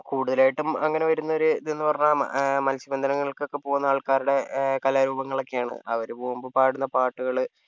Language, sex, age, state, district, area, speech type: Malayalam, male, 18-30, Kerala, Kozhikode, urban, spontaneous